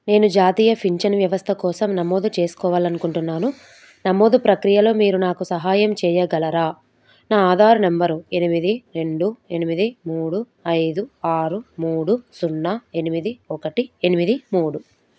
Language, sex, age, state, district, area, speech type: Telugu, female, 30-45, Telangana, Medchal, urban, read